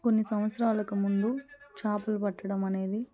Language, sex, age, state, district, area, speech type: Telugu, female, 18-30, Andhra Pradesh, Eluru, urban, spontaneous